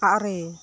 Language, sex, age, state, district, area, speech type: Santali, female, 30-45, West Bengal, Birbhum, rural, read